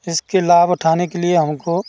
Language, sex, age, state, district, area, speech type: Hindi, male, 30-45, Rajasthan, Bharatpur, rural, spontaneous